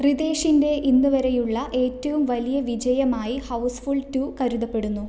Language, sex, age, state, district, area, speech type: Malayalam, female, 18-30, Kerala, Kannur, rural, read